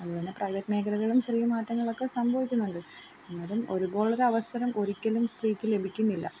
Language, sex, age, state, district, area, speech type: Malayalam, female, 18-30, Kerala, Kollam, rural, spontaneous